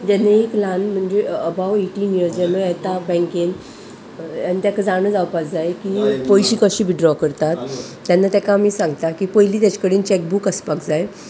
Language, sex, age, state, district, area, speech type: Goan Konkani, female, 45-60, Goa, Salcete, urban, spontaneous